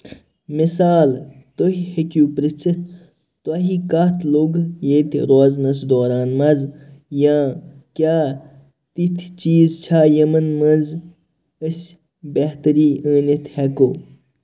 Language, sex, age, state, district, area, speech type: Kashmiri, male, 30-45, Jammu and Kashmir, Kupwara, rural, read